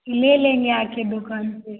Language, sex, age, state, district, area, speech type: Hindi, female, 18-30, Bihar, Begusarai, urban, conversation